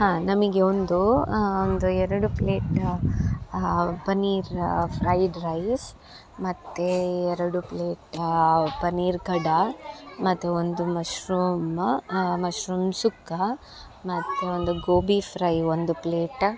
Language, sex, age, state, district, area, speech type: Kannada, female, 30-45, Karnataka, Dakshina Kannada, urban, spontaneous